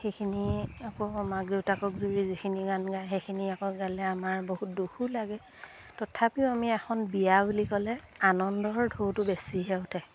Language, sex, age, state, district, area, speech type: Assamese, female, 30-45, Assam, Lakhimpur, rural, spontaneous